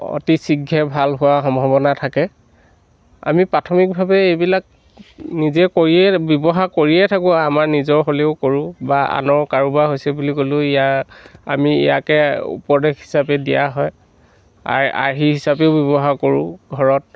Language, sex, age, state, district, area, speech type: Assamese, male, 60+, Assam, Dhemaji, rural, spontaneous